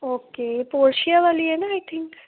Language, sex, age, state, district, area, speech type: Punjabi, female, 18-30, Punjab, Muktsar, urban, conversation